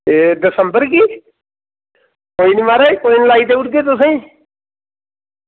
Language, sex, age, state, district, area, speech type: Dogri, male, 30-45, Jammu and Kashmir, Reasi, rural, conversation